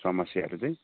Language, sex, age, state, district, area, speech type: Nepali, male, 45-60, West Bengal, Kalimpong, rural, conversation